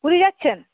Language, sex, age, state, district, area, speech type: Bengali, female, 45-60, West Bengal, Nadia, rural, conversation